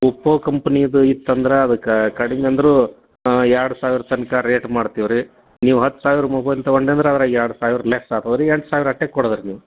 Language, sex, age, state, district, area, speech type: Kannada, male, 45-60, Karnataka, Dharwad, rural, conversation